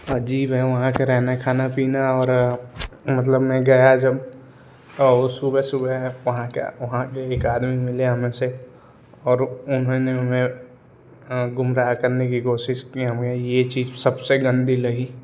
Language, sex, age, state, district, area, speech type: Hindi, male, 18-30, Uttar Pradesh, Ghazipur, urban, spontaneous